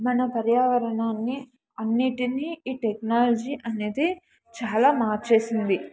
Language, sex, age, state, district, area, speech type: Telugu, female, 18-30, Telangana, Mulugu, urban, spontaneous